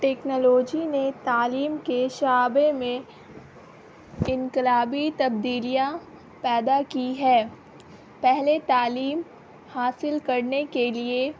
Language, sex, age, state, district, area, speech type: Urdu, female, 18-30, Bihar, Gaya, rural, spontaneous